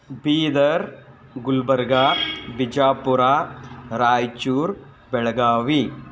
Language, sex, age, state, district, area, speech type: Kannada, male, 18-30, Karnataka, Bidar, urban, spontaneous